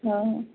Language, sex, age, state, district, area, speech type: Odia, female, 60+, Odisha, Gajapati, rural, conversation